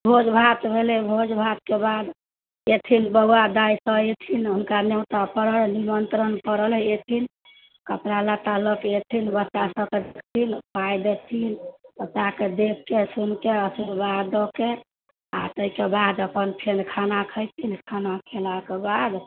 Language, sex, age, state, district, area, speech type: Maithili, female, 45-60, Bihar, Samastipur, rural, conversation